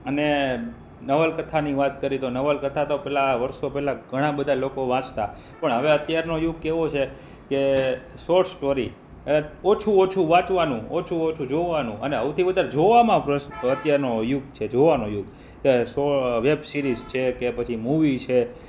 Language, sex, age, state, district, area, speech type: Gujarati, male, 30-45, Gujarat, Rajkot, urban, spontaneous